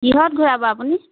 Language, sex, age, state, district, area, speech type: Assamese, female, 30-45, Assam, Biswanath, rural, conversation